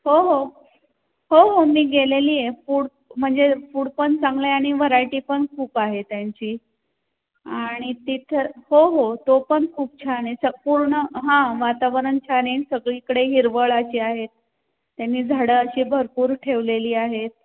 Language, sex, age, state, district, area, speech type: Marathi, female, 30-45, Maharashtra, Pune, urban, conversation